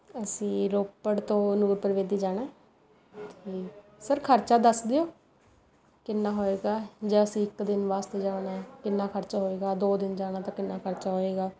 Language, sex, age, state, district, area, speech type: Punjabi, female, 30-45, Punjab, Rupnagar, rural, spontaneous